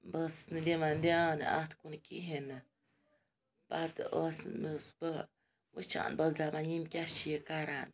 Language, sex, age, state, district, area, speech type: Kashmiri, female, 45-60, Jammu and Kashmir, Ganderbal, rural, spontaneous